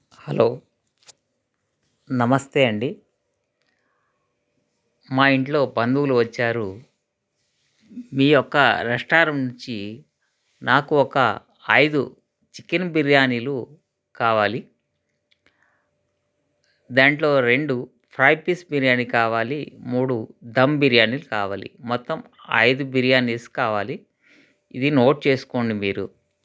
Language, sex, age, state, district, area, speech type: Telugu, male, 30-45, Andhra Pradesh, Krishna, urban, spontaneous